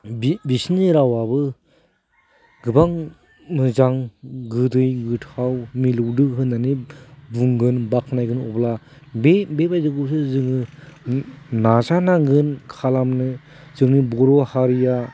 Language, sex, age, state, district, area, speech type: Bodo, male, 45-60, Assam, Udalguri, rural, spontaneous